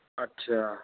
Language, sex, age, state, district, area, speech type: Hindi, male, 18-30, Rajasthan, Bharatpur, urban, conversation